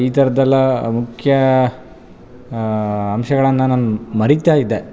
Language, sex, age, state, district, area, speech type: Kannada, male, 30-45, Karnataka, Bellary, urban, spontaneous